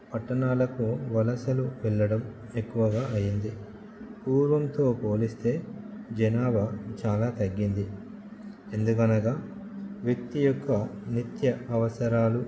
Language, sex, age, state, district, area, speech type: Telugu, male, 30-45, Andhra Pradesh, Nellore, urban, spontaneous